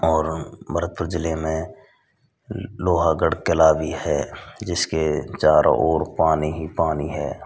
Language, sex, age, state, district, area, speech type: Hindi, male, 18-30, Rajasthan, Bharatpur, rural, spontaneous